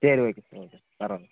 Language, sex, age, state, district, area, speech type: Tamil, male, 18-30, Tamil Nadu, Thanjavur, rural, conversation